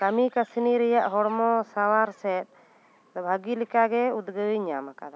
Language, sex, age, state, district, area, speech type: Santali, female, 30-45, West Bengal, Bankura, rural, spontaneous